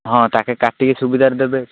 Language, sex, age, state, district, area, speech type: Odia, male, 18-30, Odisha, Ganjam, urban, conversation